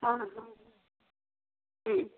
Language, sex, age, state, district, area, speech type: Odia, female, 45-60, Odisha, Gajapati, rural, conversation